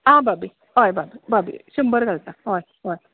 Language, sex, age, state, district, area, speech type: Goan Konkani, female, 30-45, Goa, Bardez, rural, conversation